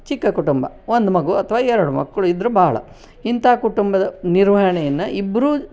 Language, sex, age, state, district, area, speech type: Kannada, female, 60+, Karnataka, Koppal, rural, spontaneous